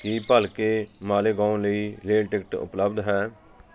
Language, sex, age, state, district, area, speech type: Punjabi, male, 45-60, Punjab, Fatehgarh Sahib, rural, read